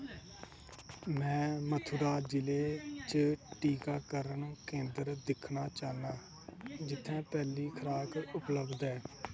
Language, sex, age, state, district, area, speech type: Dogri, male, 18-30, Jammu and Kashmir, Kathua, rural, read